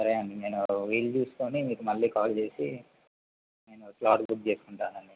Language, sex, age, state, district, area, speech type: Telugu, male, 18-30, Telangana, Mulugu, rural, conversation